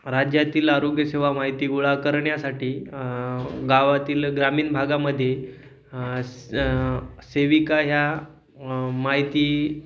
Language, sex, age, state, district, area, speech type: Marathi, male, 30-45, Maharashtra, Hingoli, urban, spontaneous